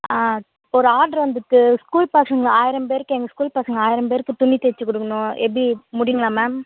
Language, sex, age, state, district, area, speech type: Tamil, female, 18-30, Tamil Nadu, Vellore, urban, conversation